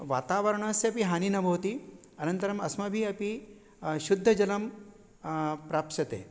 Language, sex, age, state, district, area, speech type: Sanskrit, male, 60+, Maharashtra, Nagpur, urban, spontaneous